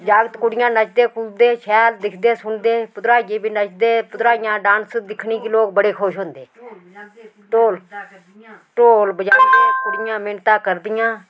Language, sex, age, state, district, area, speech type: Dogri, female, 45-60, Jammu and Kashmir, Udhampur, rural, spontaneous